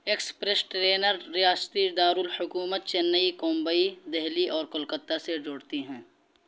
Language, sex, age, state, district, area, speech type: Urdu, male, 18-30, Uttar Pradesh, Balrampur, rural, read